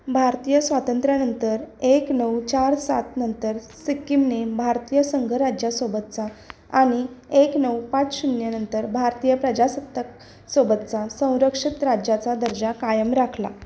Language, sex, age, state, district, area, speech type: Marathi, female, 30-45, Maharashtra, Sangli, urban, read